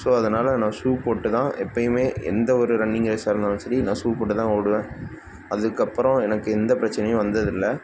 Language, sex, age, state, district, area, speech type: Tamil, male, 18-30, Tamil Nadu, Namakkal, rural, spontaneous